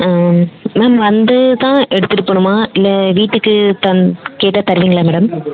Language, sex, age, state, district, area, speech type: Tamil, female, 18-30, Tamil Nadu, Dharmapuri, rural, conversation